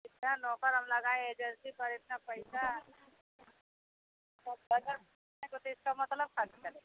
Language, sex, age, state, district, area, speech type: Hindi, female, 60+, Uttar Pradesh, Mau, rural, conversation